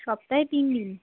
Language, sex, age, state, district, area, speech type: Bengali, female, 30-45, West Bengal, Darjeeling, rural, conversation